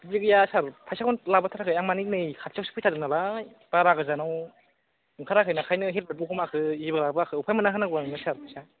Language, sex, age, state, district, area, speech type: Bodo, male, 18-30, Assam, Kokrajhar, rural, conversation